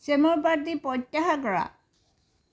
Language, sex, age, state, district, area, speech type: Assamese, female, 60+, Assam, Tinsukia, rural, read